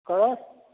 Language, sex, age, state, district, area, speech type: Odia, male, 45-60, Odisha, Dhenkanal, rural, conversation